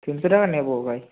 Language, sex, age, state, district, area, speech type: Bengali, male, 30-45, West Bengal, Bankura, urban, conversation